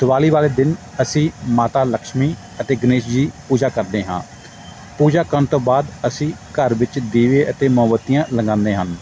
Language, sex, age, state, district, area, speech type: Punjabi, male, 45-60, Punjab, Fatehgarh Sahib, rural, spontaneous